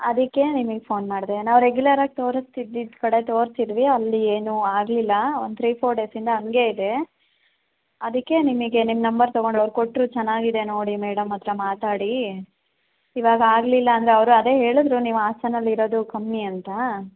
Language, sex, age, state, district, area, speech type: Kannada, female, 18-30, Karnataka, Hassan, rural, conversation